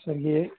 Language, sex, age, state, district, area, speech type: Hindi, male, 30-45, Uttar Pradesh, Sitapur, rural, conversation